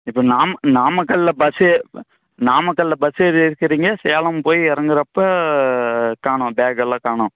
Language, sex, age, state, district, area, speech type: Tamil, male, 18-30, Tamil Nadu, Namakkal, rural, conversation